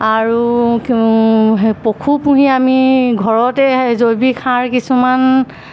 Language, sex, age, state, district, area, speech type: Assamese, female, 45-60, Assam, Golaghat, urban, spontaneous